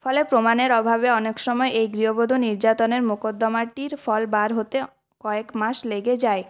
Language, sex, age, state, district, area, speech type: Bengali, female, 30-45, West Bengal, Purulia, urban, spontaneous